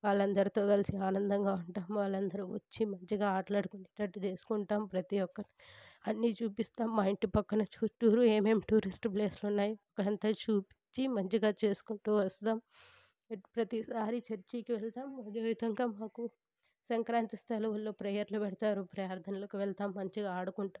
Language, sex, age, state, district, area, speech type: Telugu, female, 18-30, Andhra Pradesh, Sri Balaji, urban, spontaneous